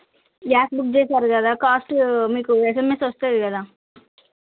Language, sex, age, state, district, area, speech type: Telugu, female, 30-45, Telangana, Hanamkonda, rural, conversation